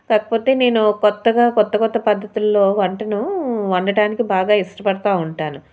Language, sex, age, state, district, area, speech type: Telugu, female, 30-45, Andhra Pradesh, Anakapalli, urban, spontaneous